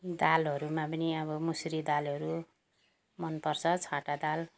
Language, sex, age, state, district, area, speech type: Nepali, female, 60+, West Bengal, Jalpaiguri, rural, spontaneous